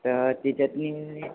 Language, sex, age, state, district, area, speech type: Marathi, male, 18-30, Maharashtra, Yavatmal, rural, conversation